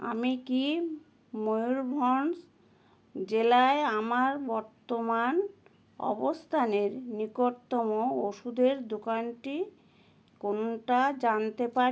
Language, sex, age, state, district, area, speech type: Bengali, female, 60+, West Bengal, Howrah, urban, read